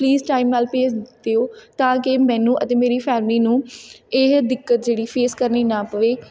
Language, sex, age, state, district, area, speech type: Punjabi, female, 18-30, Punjab, Tarn Taran, rural, spontaneous